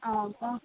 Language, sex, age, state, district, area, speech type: Kannada, female, 18-30, Karnataka, Tumkur, urban, conversation